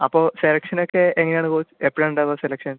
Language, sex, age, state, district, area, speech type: Malayalam, male, 18-30, Kerala, Palakkad, urban, conversation